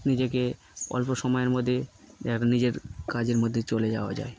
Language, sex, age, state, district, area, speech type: Bengali, male, 18-30, West Bengal, Darjeeling, urban, spontaneous